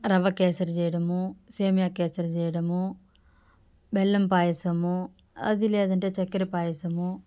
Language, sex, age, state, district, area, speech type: Telugu, female, 30-45, Andhra Pradesh, Sri Balaji, rural, spontaneous